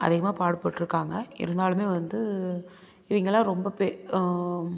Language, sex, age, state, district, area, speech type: Tamil, female, 30-45, Tamil Nadu, Namakkal, rural, spontaneous